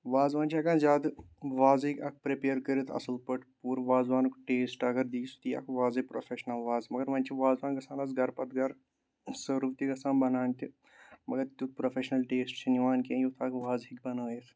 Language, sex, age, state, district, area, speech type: Kashmiri, male, 18-30, Jammu and Kashmir, Pulwama, urban, spontaneous